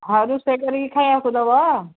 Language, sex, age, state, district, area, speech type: Odia, female, 60+, Odisha, Angul, rural, conversation